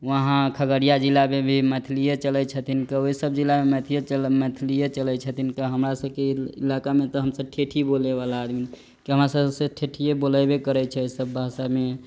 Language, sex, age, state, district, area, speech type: Maithili, male, 18-30, Bihar, Muzaffarpur, rural, spontaneous